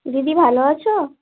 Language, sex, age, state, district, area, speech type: Bengali, female, 18-30, West Bengal, Bankura, urban, conversation